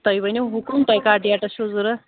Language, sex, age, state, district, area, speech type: Kashmiri, female, 45-60, Jammu and Kashmir, Kulgam, rural, conversation